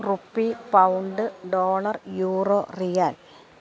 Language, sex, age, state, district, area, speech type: Malayalam, female, 45-60, Kerala, Alappuzha, rural, spontaneous